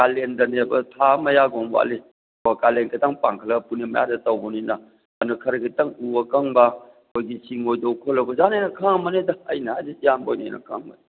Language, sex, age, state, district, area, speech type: Manipuri, male, 60+, Manipur, Thoubal, rural, conversation